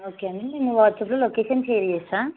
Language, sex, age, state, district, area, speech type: Telugu, female, 18-30, Telangana, Ranga Reddy, rural, conversation